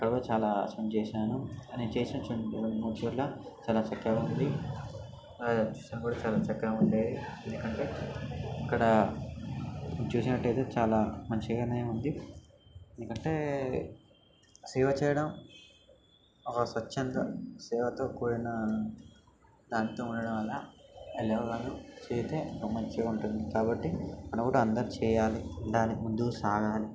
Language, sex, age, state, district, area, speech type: Telugu, male, 18-30, Telangana, Medchal, urban, spontaneous